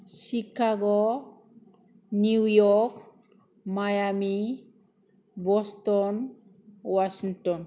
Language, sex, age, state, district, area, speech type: Bodo, female, 45-60, Assam, Kokrajhar, rural, spontaneous